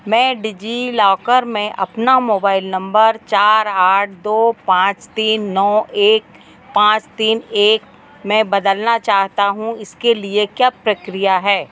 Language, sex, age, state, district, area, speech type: Hindi, female, 45-60, Madhya Pradesh, Narsinghpur, rural, read